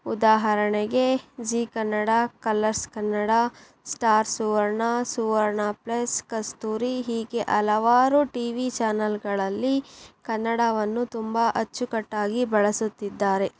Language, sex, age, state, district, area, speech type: Kannada, female, 18-30, Karnataka, Tumkur, urban, spontaneous